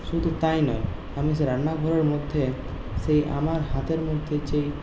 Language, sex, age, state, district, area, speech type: Bengali, male, 30-45, West Bengal, Purulia, urban, spontaneous